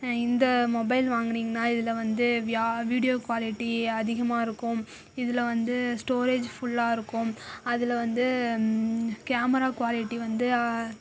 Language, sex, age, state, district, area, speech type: Tamil, female, 45-60, Tamil Nadu, Tiruvarur, rural, spontaneous